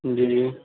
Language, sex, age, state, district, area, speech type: Urdu, male, 18-30, Delhi, South Delhi, urban, conversation